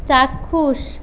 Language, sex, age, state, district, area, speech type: Bengali, female, 18-30, West Bengal, Paschim Medinipur, rural, read